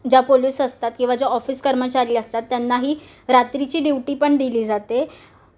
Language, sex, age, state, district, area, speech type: Marathi, female, 18-30, Maharashtra, Mumbai Suburban, urban, spontaneous